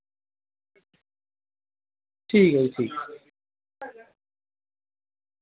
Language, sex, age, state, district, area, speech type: Dogri, male, 30-45, Jammu and Kashmir, Samba, rural, conversation